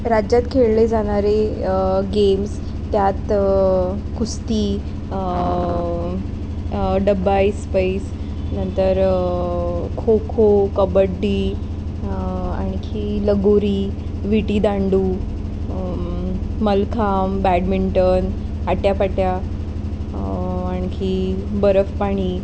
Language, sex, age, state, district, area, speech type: Marathi, female, 18-30, Maharashtra, Pune, urban, spontaneous